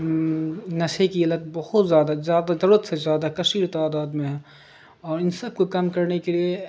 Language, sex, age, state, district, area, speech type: Urdu, male, 45-60, Bihar, Darbhanga, rural, spontaneous